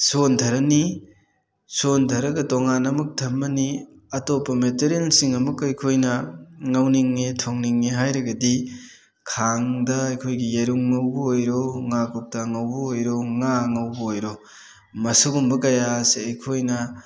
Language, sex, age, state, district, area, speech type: Manipuri, male, 30-45, Manipur, Thoubal, rural, spontaneous